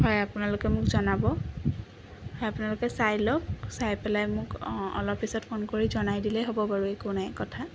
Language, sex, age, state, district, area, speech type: Assamese, female, 18-30, Assam, Sonitpur, urban, spontaneous